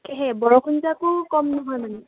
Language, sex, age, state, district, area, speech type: Assamese, female, 18-30, Assam, Dhemaji, urban, conversation